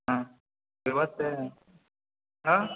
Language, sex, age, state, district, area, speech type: Kannada, male, 18-30, Karnataka, Uttara Kannada, rural, conversation